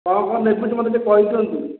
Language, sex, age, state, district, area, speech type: Odia, male, 45-60, Odisha, Khordha, rural, conversation